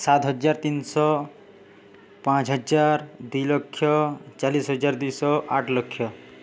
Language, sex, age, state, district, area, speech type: Odia, male, 30-45, Odisha, Balangir, urban, spontaneous